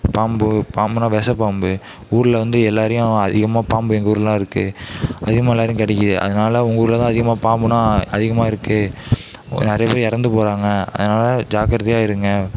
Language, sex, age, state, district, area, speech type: Tamil, male, 18-30, Tamil Nadu, Mayiladuthurai, rural, spontaneous